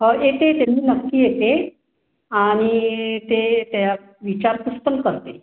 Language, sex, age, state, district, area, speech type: Marathi, female, 45-60, Maharashtra, Wardha, urban, conversation